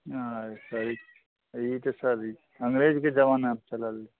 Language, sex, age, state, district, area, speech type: Maithili, male, 45-60, Bihar, Araria, rural, conversation